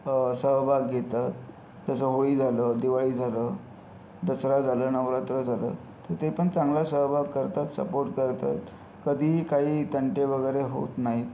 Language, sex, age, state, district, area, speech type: Marathi, male, 30-45, Maharashtra, Yavatmal, urban, spontaneous